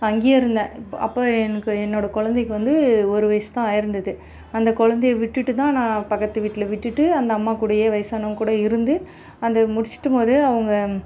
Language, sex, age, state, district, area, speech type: Tamil, female, 30-45, Tamil Nadu, Dharmapuri, rural, spontaneous